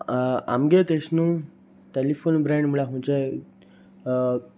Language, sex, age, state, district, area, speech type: Goan Konkani, male, 18-30, Goa, Salcete, rural, spontaneous